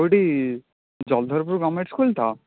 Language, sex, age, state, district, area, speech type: Odia, male, 18-30, Odisha, Jagatsinghpur, rural, conversation